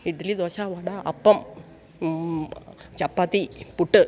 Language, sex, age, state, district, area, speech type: Malayalam, female, 60+, Kerala, Idukki, rural, spontaneous